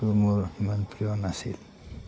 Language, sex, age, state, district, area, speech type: Assamese, male, 45-60, Assam, Goalpara, urban, spontaneous